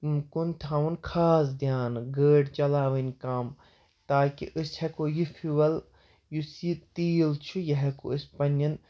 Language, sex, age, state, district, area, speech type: Kashmiri, male, 30-45, Jammu and Kashmir, Baramulla, urban, spontaneous